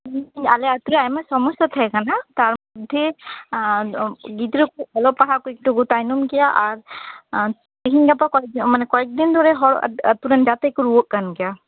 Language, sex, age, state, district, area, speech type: Santali, female, 30-45, West Bengal, Birbhum, rural, conversation